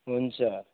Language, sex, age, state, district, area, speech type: Nepali, male, 45-60, West Bengal, Kalimpong, rural, conversation